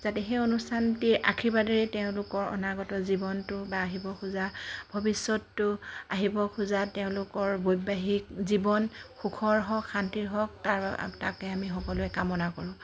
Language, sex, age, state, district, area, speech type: Assamese, female, 45-60, Assam, Charaideo, urban, spontaneous